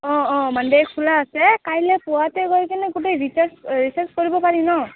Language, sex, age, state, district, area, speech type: Assamese, female, 18-30, Assam, Kamrup Metropolitan, rural, conversation